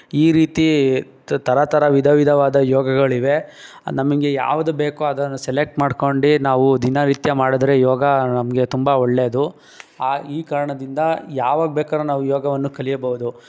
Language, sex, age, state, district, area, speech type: Kannada, male, 18-30, Karnataka, Tumkur, urban, spontaneous